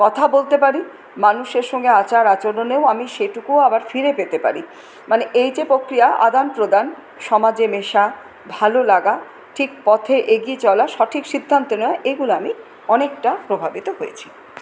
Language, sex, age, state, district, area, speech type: Bengali, female, 45-60, West Bengal, Paschim Bardhaman, urban, spontaneous